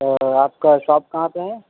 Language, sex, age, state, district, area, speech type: Urdu, male, 18-30, Delhi, East Delhi, urban, conversation